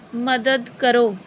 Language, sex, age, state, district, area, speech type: Punjabi, female, 30-45, Punjab, Tarn Taran, rural, read